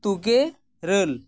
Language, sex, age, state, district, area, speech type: Santali, male, 45-60, Jharkhand, East Singhbhum, rural, spontaneous